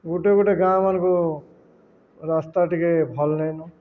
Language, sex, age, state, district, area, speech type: Odia, male, 30-45, Odisha, Balangir, urban, spontaneous